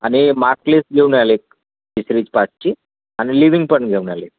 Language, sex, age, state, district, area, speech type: Marathi, male, 45-60, Maharashtra, Nagpur, urban, conversation